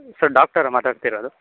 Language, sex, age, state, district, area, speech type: Kannada, male, 18-30, Karnataka, Tumkur, urban, conversation